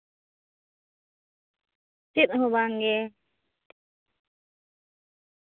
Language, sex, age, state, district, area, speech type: Santali, female, 18-30, Jharkhand, Seraikela Kharsawan, rural, conversation